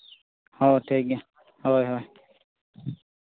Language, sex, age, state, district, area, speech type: Santali, male, 18-30, Jharkhand, East Singhbhum, rural, conversation